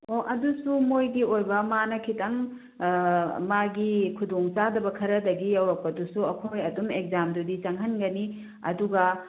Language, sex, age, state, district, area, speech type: Manipuri, female, 45-60, Manipur, Bishnupur, rural, conversation